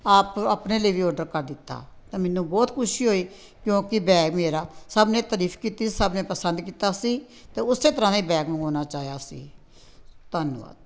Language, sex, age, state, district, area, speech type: Punjabi, female, 60+, Punjab, Tarn Taran, urban, spontaneous